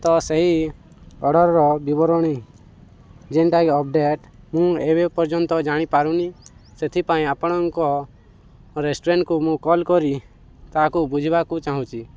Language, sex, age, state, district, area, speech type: Odia, male, 18-30, Odisha, Balangir, urban, spontaneous